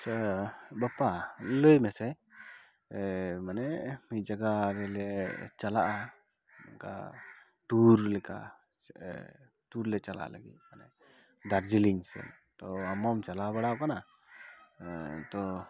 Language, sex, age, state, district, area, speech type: Santali, male, 30-45, West Bengal, Dakshin Dinajpur, rural, spontaneous